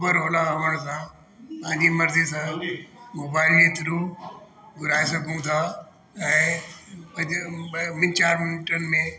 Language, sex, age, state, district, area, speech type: Sindhi, male, 60+, Delhi, South Delhi, urban, spontaneous